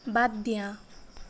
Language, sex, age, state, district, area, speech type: Assamese, female, 30-45, Assam, Lakhimpur, rural, read